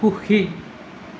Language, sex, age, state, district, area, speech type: Assamese, male, 18-30, Assam, Nalbari, rural, read